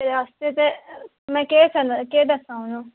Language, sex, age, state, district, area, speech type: Dogri, female, 18-30, Jammu and Kashmir, Udhampur, rural, conversation